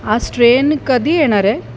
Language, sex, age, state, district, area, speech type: Marathi, female, 30-45, Maharashtra, Mumbai Suburban, urban, read